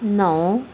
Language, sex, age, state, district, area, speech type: Urdu, female, 60+, Maharashtra, Nashik, urban, read